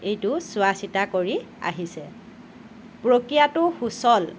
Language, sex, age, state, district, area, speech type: Assamese, female, 45-60, Assam, Lakhimpur, rural, spontaneous